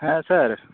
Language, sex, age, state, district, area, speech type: Santali, male, 18-30, West Bengal, Birbhum, rural, conversation